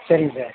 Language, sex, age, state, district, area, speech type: Tamil, male, 45-60, Tamil Nadu, Perambalur, urban, conversation